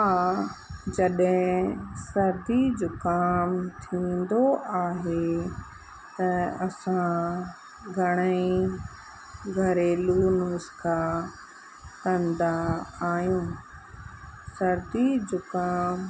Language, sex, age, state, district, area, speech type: Sindhi, female, 30-45, Rajasthan, Ajmer, urban, spontaneous